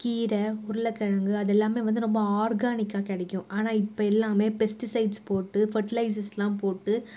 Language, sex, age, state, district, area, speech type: Tamil, female, 60+, Tamil Nadu, Cuddalore, urban, spontaneous